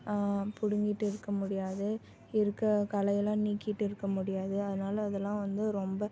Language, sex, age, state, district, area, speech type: Tamil, female, 18-30, Tamil Nadu, Salem, rural, spontaneous